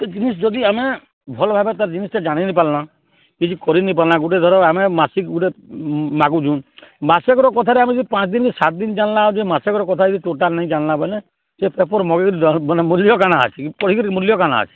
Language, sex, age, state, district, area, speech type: Odia, male, 60+, Odisha, Balangir, urban, conversation